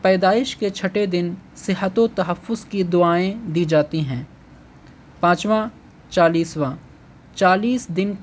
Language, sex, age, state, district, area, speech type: Urdu, male, 18-30, Delhi, North East Delhi, urban, spontaneous